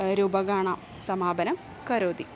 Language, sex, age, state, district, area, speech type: Sanskrit, female, 18-30, Kerala, Thrissur, urban, spontaneous